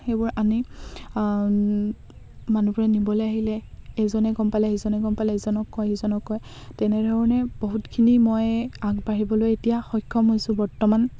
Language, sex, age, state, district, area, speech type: Assamese, female, 18-30, Assam, Charaideo, rural, spontaneous